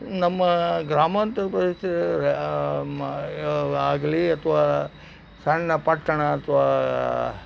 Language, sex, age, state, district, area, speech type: Kannada, male, 60+, Karnataka, Koppal, rural, spontaneous